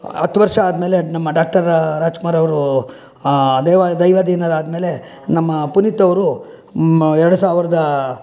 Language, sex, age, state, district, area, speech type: Kannada, male, 60+, Karnataka, Bangalore Urban, rural, spontaneous